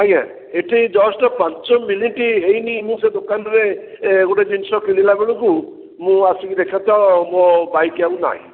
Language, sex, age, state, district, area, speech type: Odia, male, 60+, Odisha, Khordha, rural, conversation